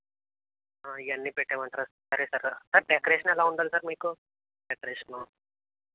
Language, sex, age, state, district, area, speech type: Telugu, male, 30-45, Andhra Pradesh, East Godavari, urban, conversation